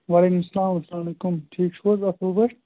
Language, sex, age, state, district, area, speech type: Kashmiri, male, 18-30, Jammu and Kashmir, Bandipora, rural, conversation